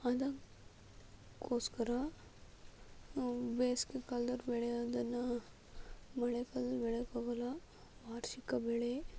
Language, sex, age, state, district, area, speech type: Kannada, female, 60+, Karnataka, Tumkur, rural, spontaneous